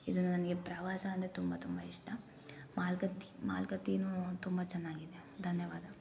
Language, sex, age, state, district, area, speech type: Kannada, female, 18-30, Karnataka, Gulbarga, urban, spontaneous